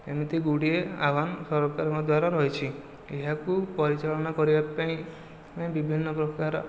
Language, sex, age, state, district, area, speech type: Odia, male, 18-30, Odisha, Khordha, rural, spontaneous